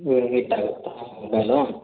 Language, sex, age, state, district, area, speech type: Kannada, male, 30-45, Karnataka, Shimoga, urban, conversation